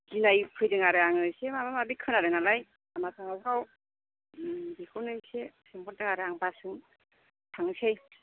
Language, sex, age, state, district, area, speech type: Bodo, female, 30-45, Assam, Chirang, urban, conversation